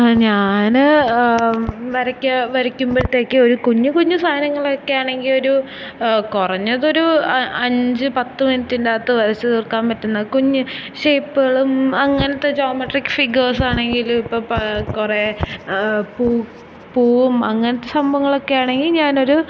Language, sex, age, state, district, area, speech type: Malayalam, female, 18-30, Kerala, Thiruvananthapuram, urban, spontaneous